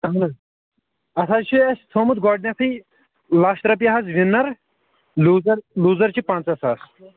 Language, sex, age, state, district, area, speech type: Kashmiri, male, 30-45, Jammu and Kashmir, Kulgam, urban, conversation